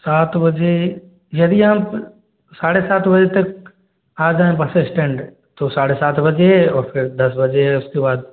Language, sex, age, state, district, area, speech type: Hindi, male, 45-60, Rajasthan, Karauli, rural, conversation